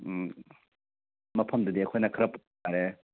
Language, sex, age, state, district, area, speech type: Manipuri, male, 30-45, Manipur, Churachandpur, rural, conversation